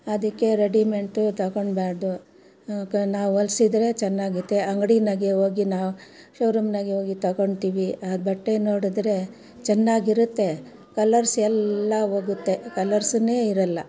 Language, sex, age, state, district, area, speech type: Kannada, female, 60+, Karnataka, Bangalore Rural, rural, spontaneous